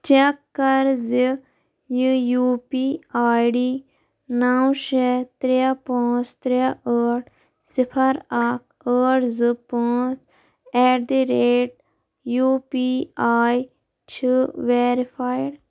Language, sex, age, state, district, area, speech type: Kashmiri, female, 18-30, Jammu and Kashmir, Kulgam, rural, read